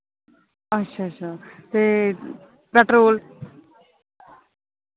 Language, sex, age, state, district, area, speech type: Dogri, female, 18-30, Jammu and Kashmir, Samba, urban, conversation